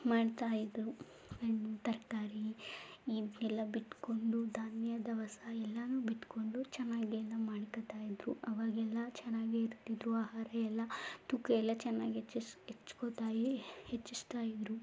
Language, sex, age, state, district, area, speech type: Kannada, female, 18-30, Karnataka, Chamarajanagar, rural, spontaneous